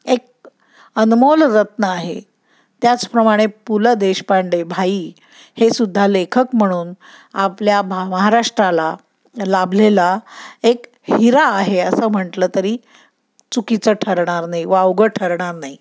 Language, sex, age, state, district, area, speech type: Marathi, female, 60+, Maharashtra, Pune, urban, spontaneous